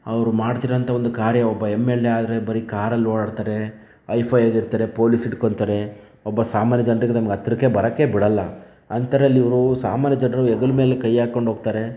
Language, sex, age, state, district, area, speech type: Kannada, male, 30-45, Karnataka, Chitradurga, rural, spontaneous